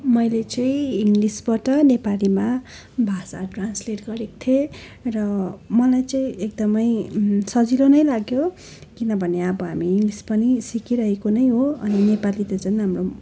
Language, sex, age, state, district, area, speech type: Nepali, female, 18-30, West Bengal, Darjeeling, rural, spontaneous